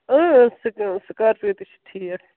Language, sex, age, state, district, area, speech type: Kashmiri, female, 30-45, Jammu and Kashmir, Srinagar, rural, conversation